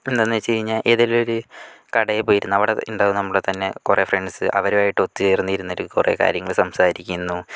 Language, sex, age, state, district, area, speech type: Malayalam, male, 45-60, Kerala, Kozhikode, urban, spontaneous